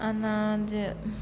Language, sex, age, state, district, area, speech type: Maithili, female, 18-30, Bihar, Samastipur, rural, spontaneous